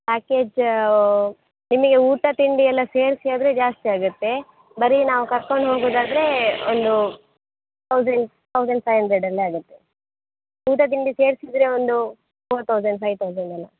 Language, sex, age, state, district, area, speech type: Kannada, female, 18-30, Karnataka, Dakshina Kannada, rural, conversation